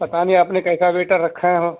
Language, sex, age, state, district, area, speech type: Urdu, male, 30-45, Uttar Pradesh, Gautam Buddha Nagar, urban, conversation